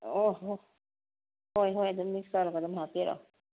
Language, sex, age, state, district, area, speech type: Manipuri, female, 60+, Manipur, Kangpokpi, urban, conversation